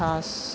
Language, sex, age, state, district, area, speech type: Bodo, female, 30-45, Assam, Chirang, rural, spontaneous